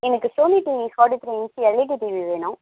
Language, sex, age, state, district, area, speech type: Tamil, female, 18-30, Tamil Nadu, Mayiladuthurai, rural, conversation